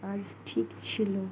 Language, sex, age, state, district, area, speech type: Bengali, female, 18-30, West Bengal, Uttar Dinajpur, urban, read